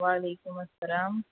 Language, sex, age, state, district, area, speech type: Urdu, female, 30-45, Uttar Pradesh, Aligarh, urban, conversation